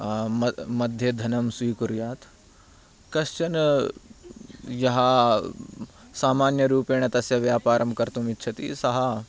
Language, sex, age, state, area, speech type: Sanskrit, male, 18-30, Haryana, rural, spontaneous